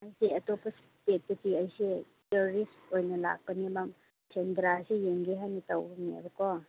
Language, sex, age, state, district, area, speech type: Manipuri, female, 45-60, Manipur, Chandel, rural, conversation